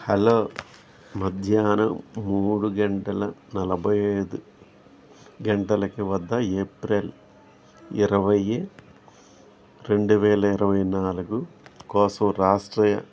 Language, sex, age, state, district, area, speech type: Telugu, male, 60+, Andhra Pradesh, N T Rama Rao, urban, read